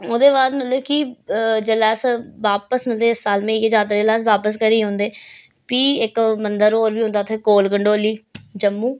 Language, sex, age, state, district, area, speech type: Dogri, female, 30-45, Jammu and Kashmir, Reasi, rural, spontaneous